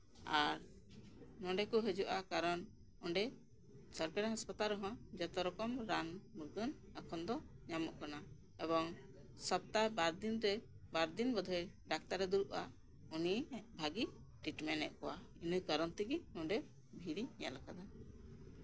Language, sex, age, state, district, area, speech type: Santali, female, 45-60, West Bengal, Birbhum, rural, spontaneous